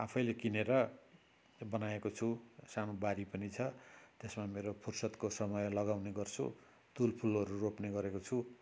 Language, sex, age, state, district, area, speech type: Nepali, male, 60+, West Bengal, Kalimpong, rural, spontaneous